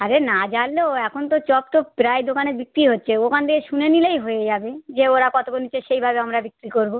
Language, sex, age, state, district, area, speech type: Bengali, female, 45-60, West Bengal, South 24 Parganas, rural, conversation